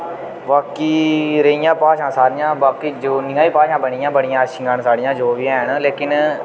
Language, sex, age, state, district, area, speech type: Dogri, male, 18-30, Jammu and Kashmir, Udhampur, rural, spontaneous